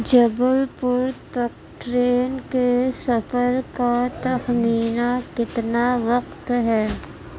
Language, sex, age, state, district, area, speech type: Urdu, female, 18-30, Uttar Pradesh, Gautam Buddha Nagar, rural, read